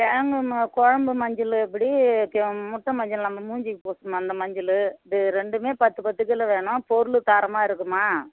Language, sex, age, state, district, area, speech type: Tamil, female, 45-60, Tamil Nadu, Tiruvannamalai, rural, conversation